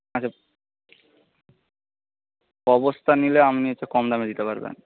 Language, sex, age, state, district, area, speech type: Bengali, male, 18-30, West Bengal, Jhargram, rural, conversation